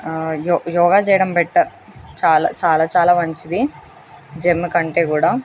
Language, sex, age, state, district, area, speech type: Telugu, female, 18-30, Telangana, Mahbubnagar, urban, spontaneous